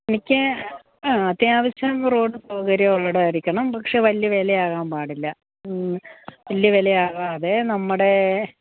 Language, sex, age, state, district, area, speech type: Malayalam, female, 45-60, Kerala, Alappuzha, rural, conversation